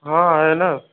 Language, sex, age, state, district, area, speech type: Hindi, male, 18-30, Uttar Pradesh, Bhadohi, urban, conversation